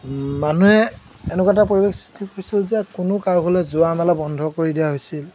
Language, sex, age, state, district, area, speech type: Assamese, male, 30-45, Assam, Golaghat, urban, spontaneous